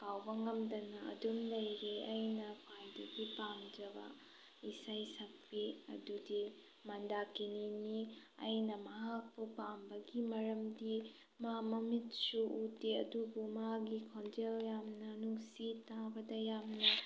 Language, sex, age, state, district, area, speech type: Manipuri, female, 18-30, Manipur, Tengnoupal, rural, spontaneous